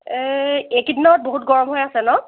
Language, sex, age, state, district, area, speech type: Assamese, female, 45-60, Assam, Golaghat, urban, conversation